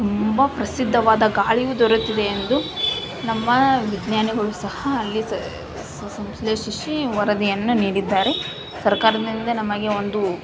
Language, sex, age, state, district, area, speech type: Kannada, female, 18-30, Karnataka, Gadag, rural, spontaneous